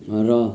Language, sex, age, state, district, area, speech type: Nepali, male, 30-45, West Bengal, Jalpaiguri, rural, spontaneous